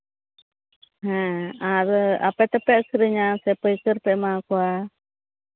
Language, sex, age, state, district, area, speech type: Santali, female, 30-45, West Bengal, Malda, rural, conversation